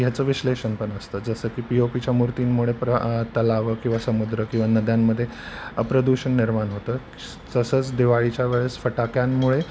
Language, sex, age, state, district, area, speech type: Marathi, male, 45-60, Maharashtra, Thane, rural, spontaneous